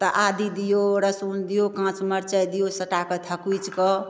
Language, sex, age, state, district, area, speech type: Maithili, female, 45-60, Bihar, Darbhanga, rural, spontaneous